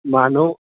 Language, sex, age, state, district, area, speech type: Assamese, male, 18-30, Assam, Lakhimpur, urban, conversation